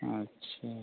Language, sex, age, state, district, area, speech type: Hindi, male, 30-45, Uttar Pradesh, Azamgarh, rural, conversation